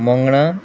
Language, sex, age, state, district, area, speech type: Goan Konkani, male, 18-30, Goa, Murmgao, rural, spontaneous